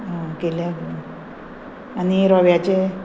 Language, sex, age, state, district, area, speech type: Goan Konkani, female, 45-60, Goa, Murmgao, rural, spontaneous